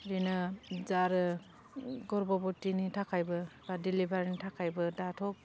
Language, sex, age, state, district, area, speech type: Bodo, female, 30-45, Assam, Udalguri, urban, spontaneous